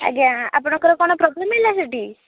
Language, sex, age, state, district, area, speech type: Odia, female, 18-30, Odisha, Jagatsinghpur, urban, conversation